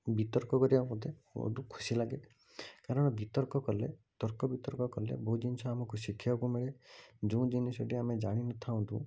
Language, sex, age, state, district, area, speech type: Odia, male, 30-45, Odisha, Cuttack, urban, spontaneous